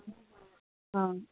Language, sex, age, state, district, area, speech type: Manipuri, female, 45-60, Manipur, Kangpokpi, urban, conversation